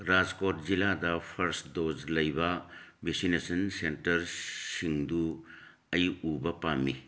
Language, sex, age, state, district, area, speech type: Manipuri, male, 60+, Manipur, Churachandpur, urban, read